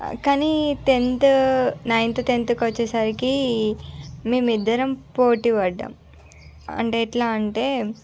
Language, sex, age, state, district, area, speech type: Telugu, female, 18-30, Andhra Pradesh, Visakhapatnam, urban, spontaneous